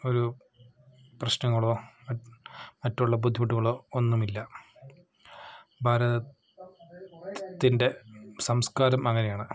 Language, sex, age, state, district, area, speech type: Malayalam, male, 45-60, Kerala, Palakkad, rural, spontaneous